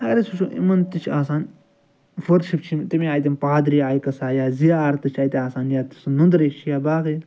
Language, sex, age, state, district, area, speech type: Kashmiri, male, 60+, Jammu and Kashmir, Ganderbal, urban, spontaneous